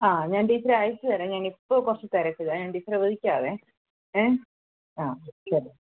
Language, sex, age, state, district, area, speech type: Malayalam, female, 18-30, Kerala, Pathanamthitta, rural, conversation